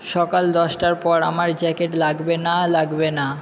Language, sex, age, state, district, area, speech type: Bengali, male, 30-45, West Bengal, Purba Bardhaman, urban, read